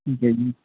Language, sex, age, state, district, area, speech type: Punjabi, male, 45-60, Punjab, Barnala, rural, conversation